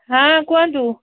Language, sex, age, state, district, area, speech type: Odia, female, 60+, Odisha, Gajapati, rural, conversation